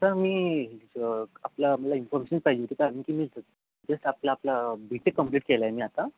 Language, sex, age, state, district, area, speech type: Marathi, male, 18-30, Maharashtra, Nagpur, rural, conversation